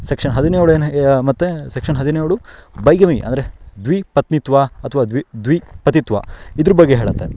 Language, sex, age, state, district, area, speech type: Kannada, male, 18-30, Karnataka, Shimoga, rural, spontaneous